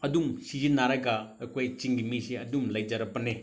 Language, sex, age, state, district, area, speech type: Manipuri, male, 45-60, Manipur, Senapati, rural, spontaneous